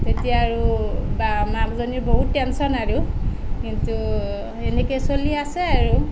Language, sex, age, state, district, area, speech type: Assamese, female, 30-45, Assam, Sonitpur, rural, spontaneous